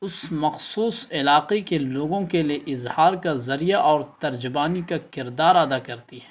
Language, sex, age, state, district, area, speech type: Urdu, male, 18-30, Bihar, Araria, rural, spontaneous